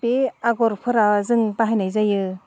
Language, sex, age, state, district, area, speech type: Bodo, female, 45-60, Assam, Udalguri, rural, spontaneous